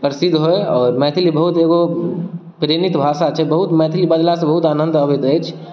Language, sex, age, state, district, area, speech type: Maithili, male, 18-30, Bihar, Darbhanga, rural, spontaneous